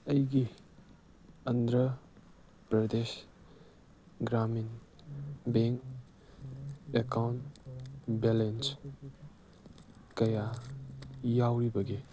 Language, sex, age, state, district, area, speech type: Manipuri, male, 18-30, Manipur, Kangpokpi, urban, read